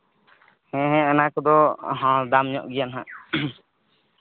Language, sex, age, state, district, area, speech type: Santali, male, 18-30, Jharkhand, East Singhbhum, rural, conversation